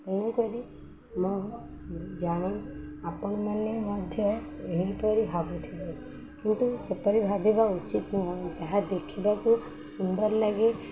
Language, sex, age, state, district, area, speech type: Odia, female, 18-30, Odisha, Sundergarh, urban, spontaneous